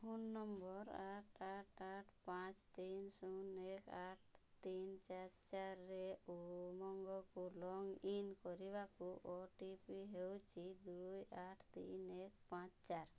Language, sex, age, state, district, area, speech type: Odia, female, 45-60, Odisha, Mayurbhanj, rural, read